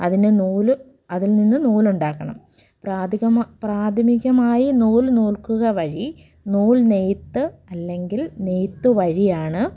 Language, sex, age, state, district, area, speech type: Malayalam, female, 30-45, Kerala, Malappuram, rural, spontaneous